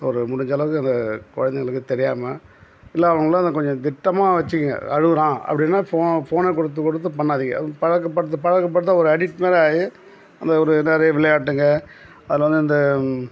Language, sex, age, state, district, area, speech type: Tamil, male, 60+, Tamil Nadu, Tiruvannamalai, rural, spontaneous